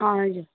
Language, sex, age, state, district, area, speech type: Nepali, female, 18-30, West Bengal, Kalimpong, rural, conversation